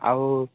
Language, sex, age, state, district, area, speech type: Odia, male, 18-30, Odisha, Ganjam, urban, conversation